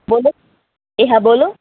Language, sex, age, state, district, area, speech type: Gujarati, female, 45-60, Gujarat, Morbi, rural, conversation